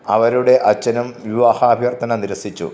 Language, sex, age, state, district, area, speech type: Malayalam, male, 45-60, Kerala, Pathanamthitta, rural, read